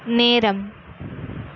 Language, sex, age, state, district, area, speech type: Tamil, female, 18-30, Tamil Nadu, Erode, rural, read